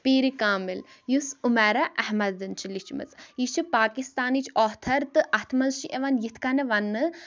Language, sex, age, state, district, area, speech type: Kashmiri, female, 18-30, Jammu and Kashmir, Baramulla, rural, spontaneous